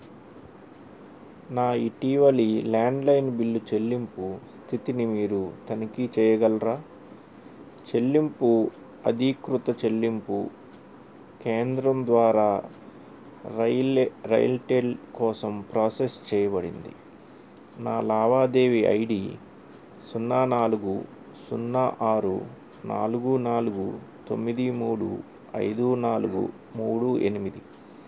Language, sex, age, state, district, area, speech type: Telugu, male, 45-60, Andhra Pradesh, N T Rama Rao, urban, read